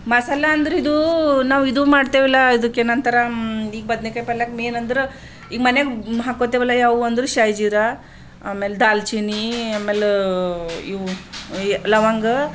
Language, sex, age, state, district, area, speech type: Kannada, female, 45-60, Karnataka, Bidar, urban, spontaneous